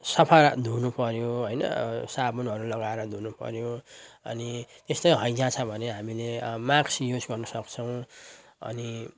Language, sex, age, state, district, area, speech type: Nepali, male, 30-45, West Bengal, Jalpaiguri, urban, spontaneous